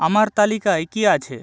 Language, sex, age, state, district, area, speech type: Bengali, male, 18-30, West Bengal, North 24 Parganas, rural, read